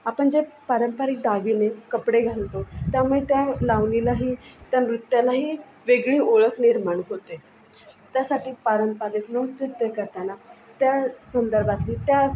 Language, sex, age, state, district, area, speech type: Marathi, female, 18-30, Maharashtra, Solapur, urban, spontaneous